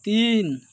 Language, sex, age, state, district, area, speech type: Hindi, male, 45-60, Uttar Pradesh, Mau, urban, read